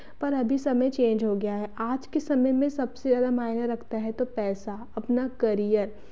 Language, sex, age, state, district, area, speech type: Hindi, female, 30-45, Madhya Pradesh, Betul, urban, spontaneous